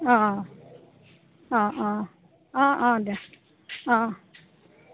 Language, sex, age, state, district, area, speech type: Assamese, female, 45-60, Assam, Goalpara, urban, conversation